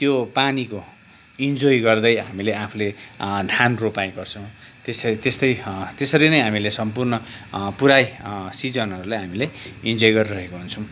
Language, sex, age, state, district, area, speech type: Nepali, male, 45-60, West Bengal, Kalimpong, rural, spontaneous